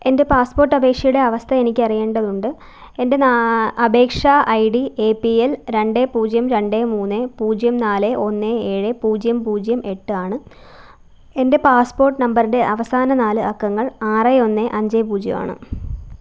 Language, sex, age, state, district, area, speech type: Malayalam, female, 18-30, Kerala, Alappuzha, rural, read